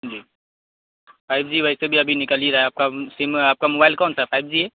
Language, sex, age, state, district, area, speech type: Urdu, male, 18-30, Bihar, Saharsa, rural, conversation